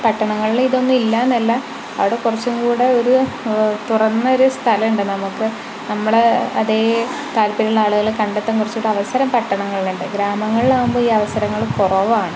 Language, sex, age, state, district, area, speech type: Malayalam, female, 18-30, Kerala, Malappuram, rural, spontaneous